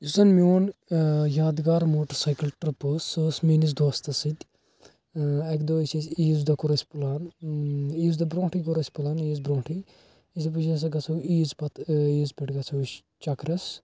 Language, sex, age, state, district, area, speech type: Kashmiri, male, 18-30, Jammu and Kashmir, Anantnag, rural, spontaneous